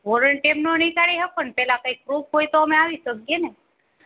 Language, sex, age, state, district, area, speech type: Gujarati, female, 30-45, Gujarat, Junagadh, urban, conversation